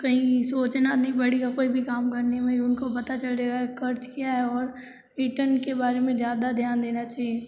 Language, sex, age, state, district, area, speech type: Hindi, female, 30-45, Rajasthan, Jodhpur, urban, spontaneous